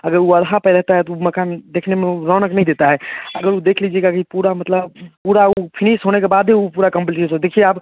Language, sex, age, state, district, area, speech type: Hindi, male, 30-45, Bihar, Darbhanga, rural, conversation